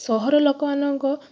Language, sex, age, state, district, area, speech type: Odia, female, 18-30, Odisha, Balasore, rural, spontaneous